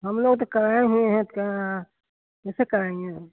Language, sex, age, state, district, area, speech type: Hindi, female, 60+, Bihar, Begusarai, urban, conversation